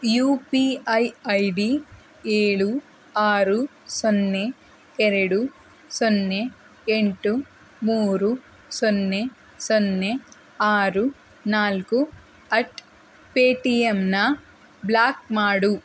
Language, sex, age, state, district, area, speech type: Kannada, female, 30-45, Karnataka, Tumkur, rural, read